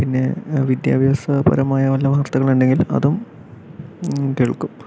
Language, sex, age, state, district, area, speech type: Malayalam, male, 18-30, Kerala, Palakkad, rural, spontaneous